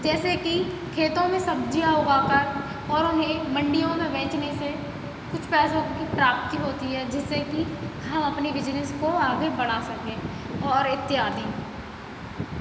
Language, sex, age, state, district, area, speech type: Hindi, female, 18-30, Madhya Pradesh, Hoshangabad, urban, spontaneous